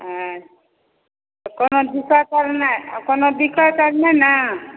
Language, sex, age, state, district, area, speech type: Maithili, female, 60+, Bihar, Supaul, urban, conversation